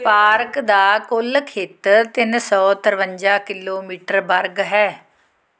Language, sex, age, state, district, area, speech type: Punjabi, female, 45-60, Punjab, Fatehgarh Sahib, rural, read